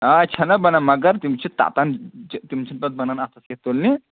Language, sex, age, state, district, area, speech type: Kashmiri, male, 30-45, Jammu and Kashmir, Anantnag, rural, conversation